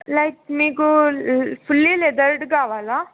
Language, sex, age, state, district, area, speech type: Telugu, female, 18-30, Telangana, Mulugu, urban, conversation